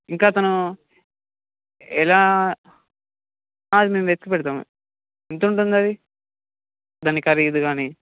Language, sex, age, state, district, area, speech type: Telugu, male, 18-30, Telangana, Sangareddy, urban, conversation